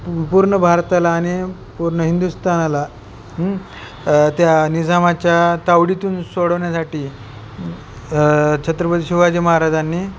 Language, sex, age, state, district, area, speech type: Marathi, male, 30-45, Maharashtra, Beed, urban, spontaneous